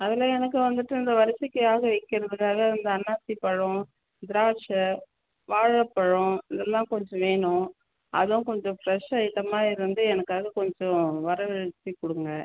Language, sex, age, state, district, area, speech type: Tamil, female, 30-45, Tamil Nadu, Tiruchirappalli, rural, conversation